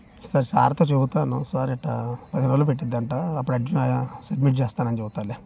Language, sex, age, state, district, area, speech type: Telugu, male, 30-45, Andhra Pradesh, Bapatla, urban, spontaneous